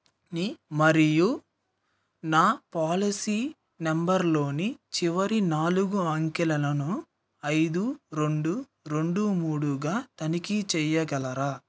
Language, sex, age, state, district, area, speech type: Telugu, male, 18-30, Andhra Pradesh, Nellore, rural, read